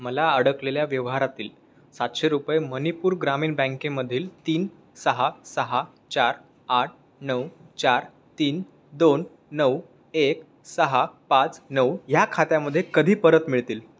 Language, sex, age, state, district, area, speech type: Marathi, male, 18-30, Maharashtra, Raigad, rural, read